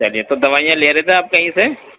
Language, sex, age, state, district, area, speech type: Urdu, male, 30-45, Uttar Pradesh, Gautam Buddha Nagar, rural, conversation